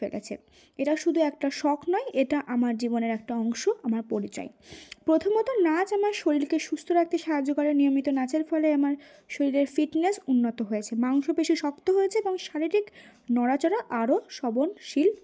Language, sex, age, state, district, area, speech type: Bengali, female, 18-30, West Bengal, Cooch Behar, urban, spontaneous